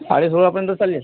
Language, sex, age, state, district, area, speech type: Marathi, male, 18-30, Maharashtra, Washim, urban, conversation